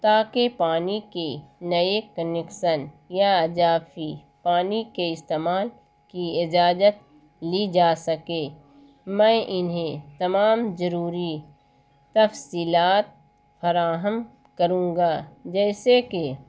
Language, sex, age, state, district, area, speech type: Urdu, female, 60+, Bihar, Gaya, urban, spontaneous